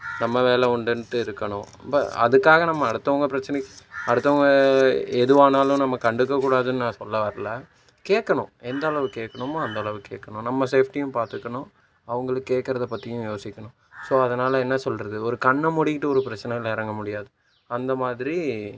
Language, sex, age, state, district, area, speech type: Tamil, male, 45-60, Tamil Nadu, Cuddalore, rural, spontaneous